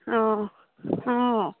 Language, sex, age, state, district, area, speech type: Assamese, female, 18-30, Assam, Charaideo, rural, conversation